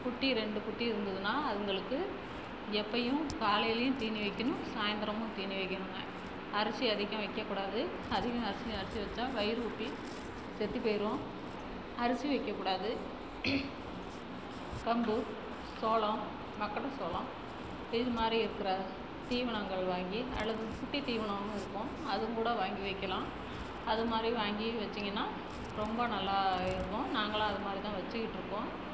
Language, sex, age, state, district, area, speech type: Tamil, female, 45-60, Tamil Nadu, Perambalur, rural, spontaneous